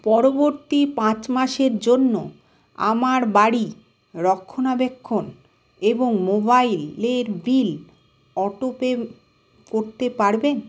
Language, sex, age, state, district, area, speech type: Bengali, female, 45-60, West Bengal, Malda, rural, read